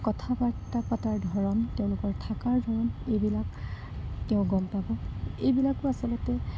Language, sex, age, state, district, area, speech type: Assamese, female, 30-45, Assam, Morigaon, rural, spontaneous